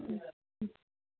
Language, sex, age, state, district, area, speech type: Odia, female, 18-30, Odisha, Nuapada, urban, conversation